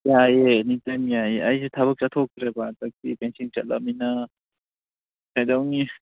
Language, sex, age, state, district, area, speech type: Manipuri, male, 18-30, Manipur, Kangpokpi, urban, conversation